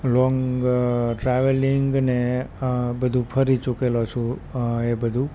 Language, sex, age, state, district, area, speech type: Gujarati, male, 30-45, Gujarat, Rajkot, rural, spontaneous